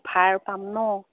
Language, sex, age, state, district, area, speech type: Assamese, female, 30-45, Assam, Sivasagar, rural, conversation